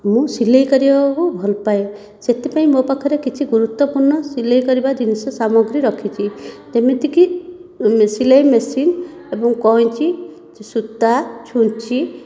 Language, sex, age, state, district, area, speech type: Odia, female, 30-45, Odisha, Khordha, rural, spontaneous